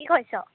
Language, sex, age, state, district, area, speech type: Assamese, female, 18-30, Assam, Golaghat, urban, conversation